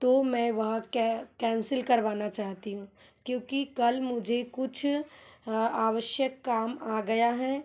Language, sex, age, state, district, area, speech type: Hindi, female, 30-45, Madhya Pradesh, Betul, urban, spontaneous